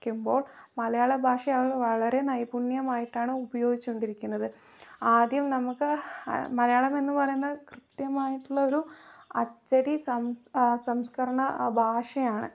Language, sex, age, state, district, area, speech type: Malayalam, female, 18-30, Kerala, Wayanad, rural, spontaneous